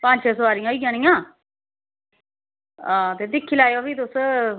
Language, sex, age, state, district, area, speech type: Dogri, female, 45-60, Jammu and Kashmir, Samba, rural, conversation